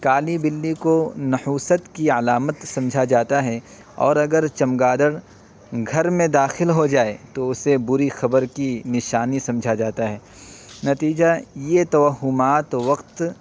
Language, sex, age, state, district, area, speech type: Urdu, male, 30-45, Uttar Pradesh, Muzaffarnagar, urban, spontaneous